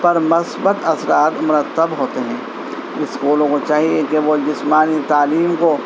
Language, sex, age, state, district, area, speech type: Urdu, male, 45-60, Delhi, East Delhi, urban, spontaneous